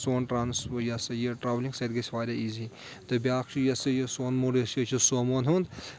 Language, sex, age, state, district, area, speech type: Kashmiri, male, 30-45, Jammu and Kashmir, Anantnag, rural, spontaneous